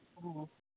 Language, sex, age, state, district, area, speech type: Manipuri, female, 60+, Manipur, Imphal West, urban, conversation